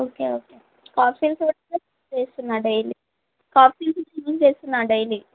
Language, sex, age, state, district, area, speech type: Telugu, female, 18-30, Telangana, Mahbubnagar, urban, conversation